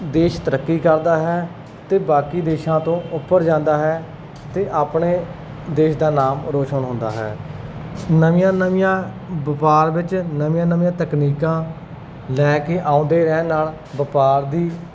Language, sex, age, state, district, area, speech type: Punjabi, male, 30-45, Punjab, Kapurthala, urban, spontaneous